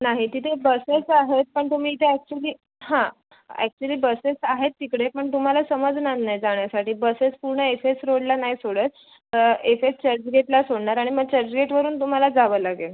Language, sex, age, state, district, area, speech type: Marathi, female, 18-30, Maharashtra, Raigad, rural, conversation